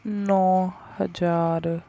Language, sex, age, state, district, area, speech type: Punjabi, female, 30-45, Punjab, Mansa, urban, spontaneous